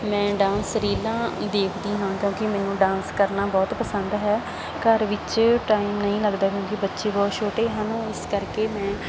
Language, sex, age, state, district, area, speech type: Punjabi, female, 30-45, Punjab, Bathinda, rural, spontaneous